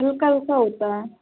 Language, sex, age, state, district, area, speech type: Hindi, female, 45-60, Rajasthan, Karauli, rural, conversation